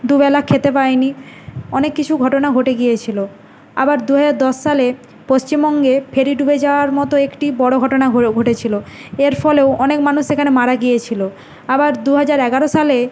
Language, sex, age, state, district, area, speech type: Bengali, female, 30-45, West Bengal, Nadia, urban, spontaneous